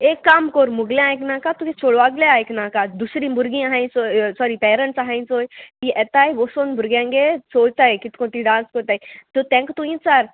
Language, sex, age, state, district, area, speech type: Goan Konkani, female, 18-30, Goa, Salcete, rural, conversation